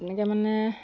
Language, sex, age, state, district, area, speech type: Assamese, female, 45-60, Assam, Lakhimpur, rural, spontaneous